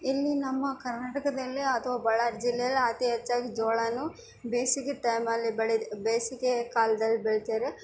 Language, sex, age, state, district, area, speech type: Kannada, female, 18-30, Karnataka, Bellary, urban, spontaneous